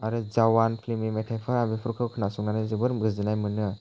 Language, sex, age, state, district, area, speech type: Bodo, male, 30-45, Assam, Chirang, rural, spontaneous